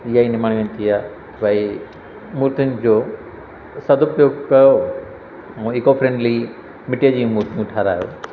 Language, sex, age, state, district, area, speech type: Sindhi, male, 45-60, Madhya Pradesh, Katni, rural, spontaneous